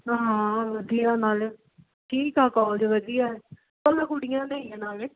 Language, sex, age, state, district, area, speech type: Punjabi, female, 18-30, Punjab, Muktsar, rural, conversation